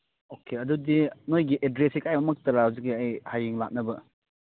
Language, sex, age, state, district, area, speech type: Manipuri, male, 30-45, Manipur, Churachandpur, rural, conversation